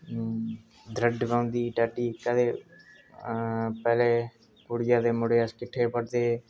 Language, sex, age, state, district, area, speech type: Dogri, male, 18-30, Jammu and Kashmir, Udhampur, rural, spontaneous